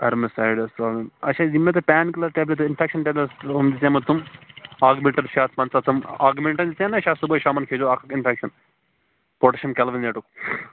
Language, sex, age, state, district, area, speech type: Kashmiri, male, 30-45, Jammu and Kashmir, Baramulla, rural, conversation